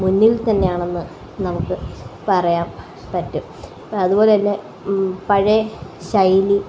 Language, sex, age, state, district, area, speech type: Malayalam, female, 18-30, Kerala, Kottayam, rural, spontaneous